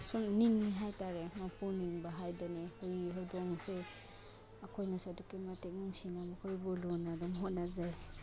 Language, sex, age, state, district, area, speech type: Manipuri, female, 30-45, Manipur, Imphal East, rural, spontaneous